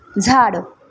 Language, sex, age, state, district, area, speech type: Marathi, female, 30-45, Maharashtra, Mumbai Suburban, urban, read